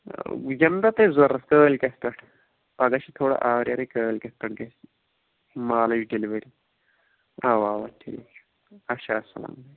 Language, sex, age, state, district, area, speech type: Kashmiri, male, 30-45, Jammu and Kashmir, Kulgam, rural, conversation